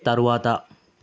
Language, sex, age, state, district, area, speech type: Telugu, male, 18-30, Telangana, Vikarabad, urban, read